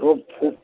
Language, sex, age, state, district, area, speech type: Bengali, male, 60+, West Bengal, Dakshin Dinajpur, rural, conversation